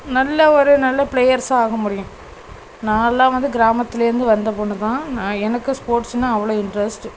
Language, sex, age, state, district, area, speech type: Tamil, female, 18-30, Tamil Nadu, Thoothukudi, rural, spontaneous